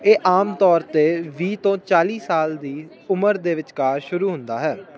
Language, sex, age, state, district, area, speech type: Punjabi, male, 18-30, Punjab, Ludhiana, urban, read